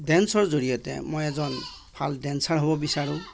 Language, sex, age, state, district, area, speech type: Assamese, male, 45-60, Assam, Darrang, rural, spontaneous